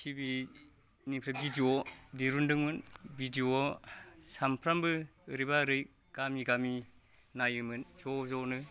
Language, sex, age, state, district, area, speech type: Bodo, male, 45-60, Assam, Kokrajhar, urban, spontaneous